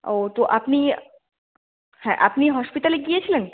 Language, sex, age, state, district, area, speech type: Bengali, female, 18-30, West Bengal, Jalpaiguri, rural, conversation